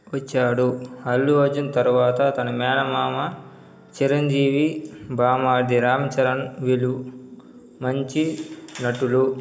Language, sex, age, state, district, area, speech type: Telugu, male, 30-45, Andhra Pradesh, Chittoor, urban, spontaneous